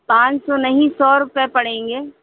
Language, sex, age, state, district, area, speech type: Hindi, female, 60+, Uttar Pradesh, Hardoi, rural, conversation